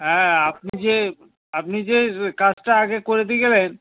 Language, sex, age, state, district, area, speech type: Bengali, male, 60+, West Bengal, South 24 Parganas, rural, conversation